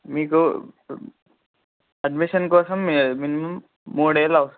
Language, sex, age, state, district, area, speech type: Telugu, male, 18-30, Andhra Pradesh, Kurnool, urban, conversation